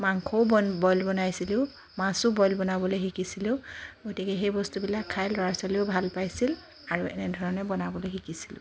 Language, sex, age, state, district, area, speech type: Assamese, female, 45-60, Assam, Charaideo, urban, spontaneous